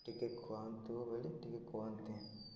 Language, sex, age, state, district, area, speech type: Odia, male, 18-30, Odisha, Koraput, urban, spontaneous